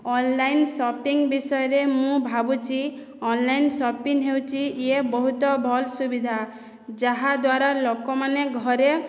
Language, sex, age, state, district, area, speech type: Odia, female, 30-45, Odisha, Boudh, rural, spontaneous